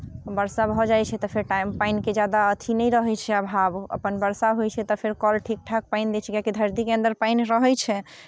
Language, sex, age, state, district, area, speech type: Maithili, female, 18-30, Bihar, Muzaffarpur, urban, spontaneous